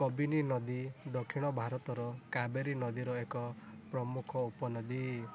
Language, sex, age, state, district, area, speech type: Odia, male, 18-30, Odisha, Rayagada, rural, read